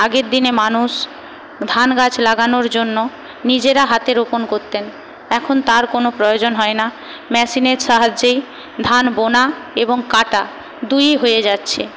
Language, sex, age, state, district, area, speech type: Bengali, female, 18-30, West Bengal, Paschim Medinipur, rural, spontaneous